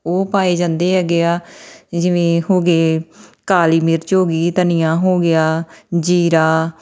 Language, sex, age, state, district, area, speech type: Punjabi, female, 30-45, Punjab, Tarn Taran, rural, spontaneous